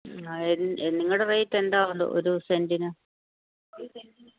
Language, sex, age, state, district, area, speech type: Malayalam, female, 45-60, Kerala, Pathanamthitta, rural, conversation